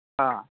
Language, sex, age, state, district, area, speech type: Manipuri, male, 18-30, Manipur, Kangpokpi, urban, conversation